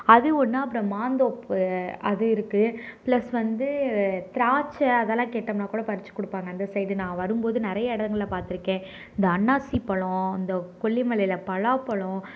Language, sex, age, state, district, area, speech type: Tamil, female, 18-30, Tamil Nadu, Tiruvarur, urban, spontaneous